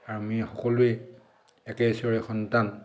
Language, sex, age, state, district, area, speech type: Assamese, male, 60+, Assam, Dhemaji, urban, spontaneous